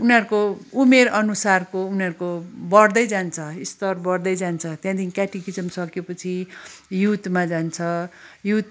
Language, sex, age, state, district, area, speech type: Nepali, female, 45-60, West Bengal, Kalimpong, rural, spontaneous